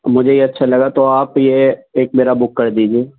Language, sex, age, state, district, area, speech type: Urdu, male, 18-30, Delhi, North West Delhi, urban, conversation